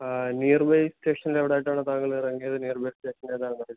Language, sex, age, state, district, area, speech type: Malayalam, male, 30-45, Kerala, Alappuzha, rural, conversation